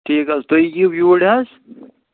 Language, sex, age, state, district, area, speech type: Kashmiri, male, 18-30, Jammu and Kashmir, Anantnag, rural, conversation